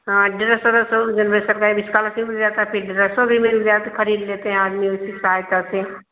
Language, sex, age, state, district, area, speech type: Hindi, female, 60+, Uttar Pradesh, Ayodhya, rural, conversation